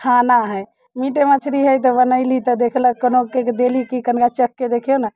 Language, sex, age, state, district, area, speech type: Maithili, female, 30-45, Bihar, Muzaffarpur, rural, spontaneous